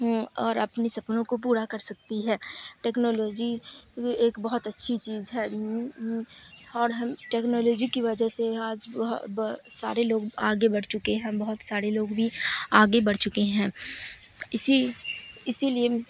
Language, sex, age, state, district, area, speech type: Urdu, female, 30-45, Bihar, Supaul, rural, spontaneous